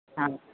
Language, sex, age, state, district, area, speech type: Sindhi, female, 30-45, Gujarat, Junagadh, urban, conversation